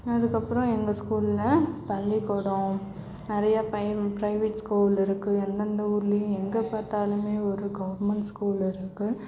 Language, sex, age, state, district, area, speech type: Tamil, female, 60+, Tamil Nadu, Cuddalore, urban, spontaneous